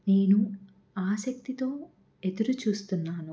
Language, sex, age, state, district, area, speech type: Telugu, female, 45-60, Andhra Pradesh, N T Rama Rao, rural, spontaneous